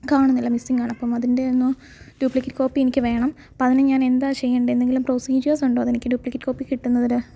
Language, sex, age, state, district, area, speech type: Malayalam, female, 18-30, Kerala, Alappuzha, rural, spontaneous